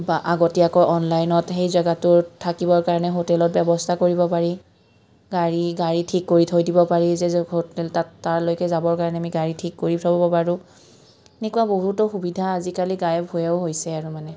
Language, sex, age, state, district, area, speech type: Assamese, female, 30-45, Assam, Kamrup Metropolitan, urban, spontaneous